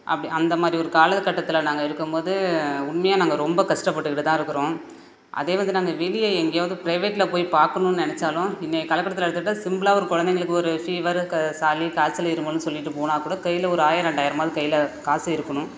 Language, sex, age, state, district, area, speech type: Tamil, female, 30-45, Tamil Nadu, Perambalur, rural, spontaneous